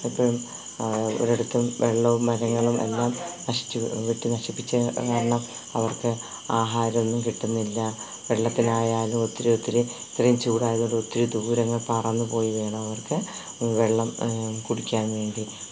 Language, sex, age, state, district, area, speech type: Malayalam, female, 45-60, Kerala, Thiruvananthapuram, urban, spontaneous